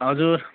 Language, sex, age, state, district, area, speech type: Nepali, male, 45-60, West Bengal, Kalimpong, rural, conversation